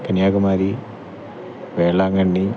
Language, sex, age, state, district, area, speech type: Malayalam, male, 30-45, Kerala, Thiruvananthapuram, rural, spontaneous